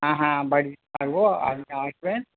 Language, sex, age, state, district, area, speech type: Bengali, male, 60+, West Bengal, Hooghly, rural, conversation